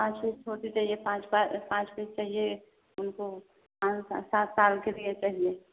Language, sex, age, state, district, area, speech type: Hindi, female, 30-45, Uttar Pradesh, Prayagraj, rural, conversation